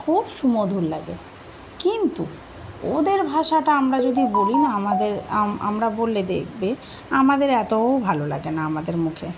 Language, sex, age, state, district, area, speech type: Bengali, female, 18-30, West Bengal, Dakshin Dinajpur, urban, spontaneous